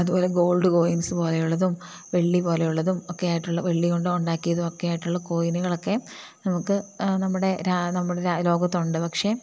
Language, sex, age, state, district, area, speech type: Malayalam, female, 30-45, Kerala, Idukki, rural, spontaneous